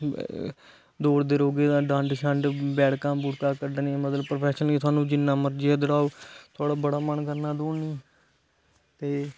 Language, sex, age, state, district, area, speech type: Dogri, male, 18-30, Jammu and Kashmir, Kathua, rural, spontaneous